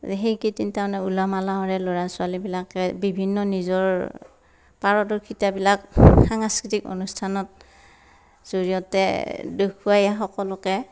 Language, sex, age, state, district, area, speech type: Assamese, female, 60+, Assam, Darrang, rural, spontaneous